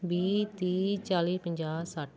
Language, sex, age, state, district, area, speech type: Punjabi, female, 18-30, Punjab, Fatehgarh Sahib, rural, spontaneous